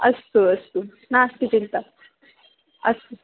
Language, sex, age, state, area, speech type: Sanskrit, other, 18-30, Rajasthan, urban, conversation